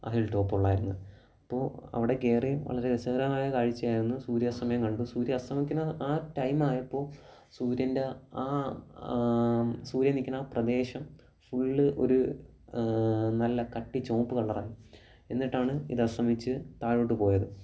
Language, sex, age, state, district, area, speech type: Malayalam, male, 18-30, Kerala, Kollam, rural, spontaneous